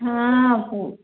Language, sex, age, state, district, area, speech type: Hindi, female, 60+, Uttar Pradesh, Ayodhya, rural, conversation